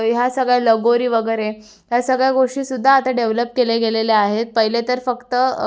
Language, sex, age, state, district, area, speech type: Marathi, female, 18-30, Maharashtra, Raigad, urban, spontaneous